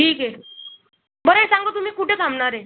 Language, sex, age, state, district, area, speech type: Marathi, male, 30-45, Maharashtra, Buldhana, rural, conversation